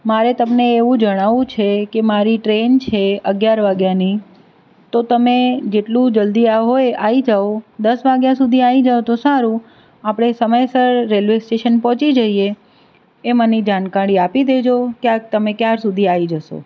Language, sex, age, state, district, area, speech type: Gujarati, female, 45-60, Gujarat, Anand, urban, spontaneous